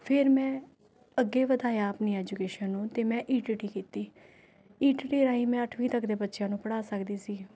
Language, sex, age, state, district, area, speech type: Punjabi, female, 30-45, Punjab, Rupnagar, urban, spontaneous